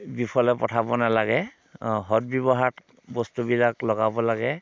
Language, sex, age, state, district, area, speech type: Assamese, male, 45-60, Assam, Dhemaji, rural, spontaneous